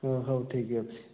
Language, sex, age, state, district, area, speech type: Odia, male, 45-60, Odisha, Kandhamal, rural, conversation